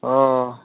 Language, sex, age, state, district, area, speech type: Assamese, male, 18-30, Assam, Jorhat, urban, conversation